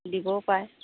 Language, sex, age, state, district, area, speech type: Assamese, female, 30-45, Assam, Dhemaji, urban, conversation